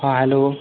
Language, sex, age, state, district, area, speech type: Hindi, male, 18-30, Bihar, Vaishali, rural, conversation